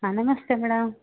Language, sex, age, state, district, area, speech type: Kannada, female, 45-60, Karnataka, Uttara Kannada, rural, conversation